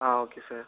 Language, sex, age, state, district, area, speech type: Tamil, male, 18-30, Tamil Nadu, Pudukkottai, rural, conversation